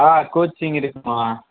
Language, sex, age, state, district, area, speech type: Tamil, male, 18-30, Tamil Nadu, Mayiladuthurai, urban, conversation